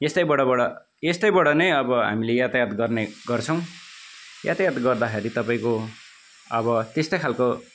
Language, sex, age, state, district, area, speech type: Nepali, male, 45-60, West Bengal, Darjeeling, rural, spontaneous